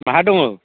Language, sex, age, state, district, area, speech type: Bodo, male, 30-45, Assam, Udalguri, rural, conversation